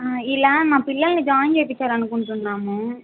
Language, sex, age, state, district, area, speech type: Telugu, female, 18-30, Andhra Pradesh, Kadapa, rural, conversation